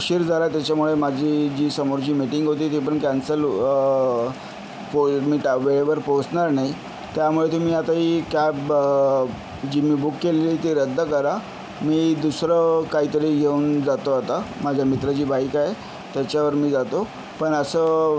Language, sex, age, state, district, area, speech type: Marathi, male, 45-60, Maharashtra, Yavatmal, urban, spontaneous